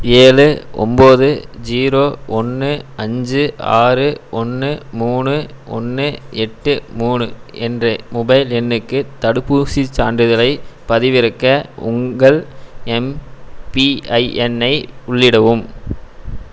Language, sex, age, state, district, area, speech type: Tamil, male, 18-30, Tamil Nadu, Erode, rural, read